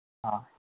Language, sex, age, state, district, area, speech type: Manipuri, male, 18-30, Manipur, Kangpokpi, urban, conversation